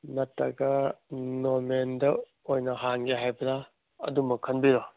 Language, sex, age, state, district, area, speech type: Manipuri, male, 30-45, Manipur, Kangpokpi, urban, conversation